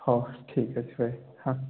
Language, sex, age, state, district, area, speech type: Odia, male, 30-45, Odisha, Koraput, urban, conversation